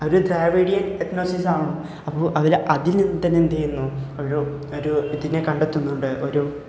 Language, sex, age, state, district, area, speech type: Malayalam, male, 18-30, Kerala, Malappuram, rural, spontaneous